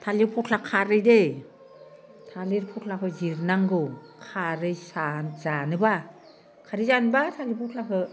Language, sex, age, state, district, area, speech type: Bodo, female, 60+, Assam, Baksa, rural, spontaneous